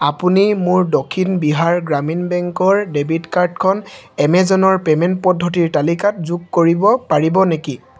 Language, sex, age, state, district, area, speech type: Assamese, male, 18-30, Assam, Tinsukia, urban, read